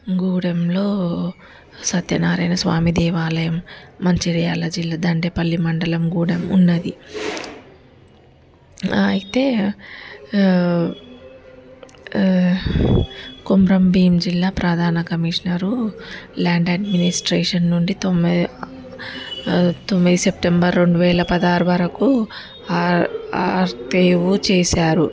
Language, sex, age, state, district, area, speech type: Telugu, female, 30-45, Telangana, Mancherial, rural, spontaneous